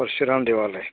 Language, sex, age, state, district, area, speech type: Goan Konkani, female, 60+, Goa, Canacona, rural, conversation